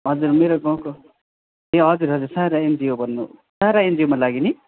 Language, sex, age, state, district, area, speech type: Nepali, male, 18-30, West Bengal, Darjeeling, rural, conversation